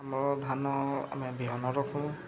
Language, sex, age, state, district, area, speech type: Odia, male, 30-45, Odisha, Subarnapur, urban, spontaneous